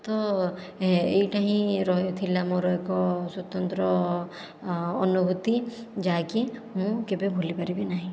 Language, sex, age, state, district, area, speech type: Odia, female, 45-60, Odisha, Khordha, rural, spontaneous